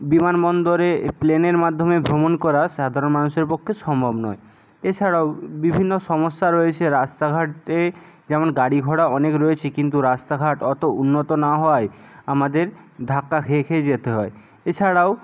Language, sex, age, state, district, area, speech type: Bengali, male, 45-60, West Bengal, Jhargram, rural, spontaneous